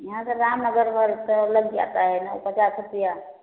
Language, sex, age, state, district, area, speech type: Hindi, female, 30-45, Uttar Pradesh, Prayagraj, rural, conversation